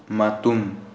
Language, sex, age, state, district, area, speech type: Manipuri, male, 18-30, Manipur, Tengnoupal, rural, read